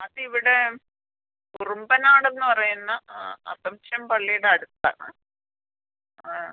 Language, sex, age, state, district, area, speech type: Malayalam, female, 60+, Kerala, Kottayam, rural, conversation